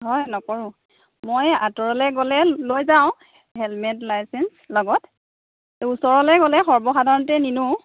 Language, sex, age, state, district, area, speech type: Assamese, female, 30-45, Assam, Lakhimpur, rural, conversation